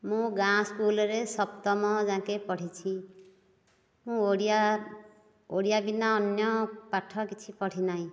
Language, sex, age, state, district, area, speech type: Odia, female, 60+, Odisha, Nayagarh, rural, spontaneous